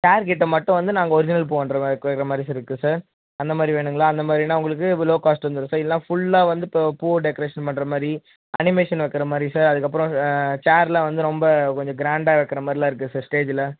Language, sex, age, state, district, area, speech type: Tamil, male, 18-30, Tamil Nadu, Vellore, rural, conversation